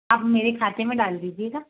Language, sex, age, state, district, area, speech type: Hindi, female, 30-45, Madhya Pradesh, Bhopal, urban, conversation